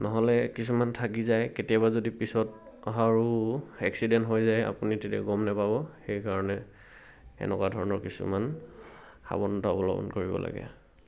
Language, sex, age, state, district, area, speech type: Assamese, male, 18-30, Assam, Sivasagar, rural, spontaneous